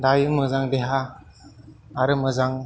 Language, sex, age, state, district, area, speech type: Bodo, male, 18-30, Assam, Chirang, rural, spontaneous